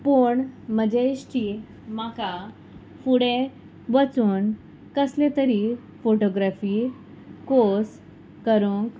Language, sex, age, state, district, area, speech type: Goan Konkani, female, 30-45, Goa, Salcete, rural, spontaneous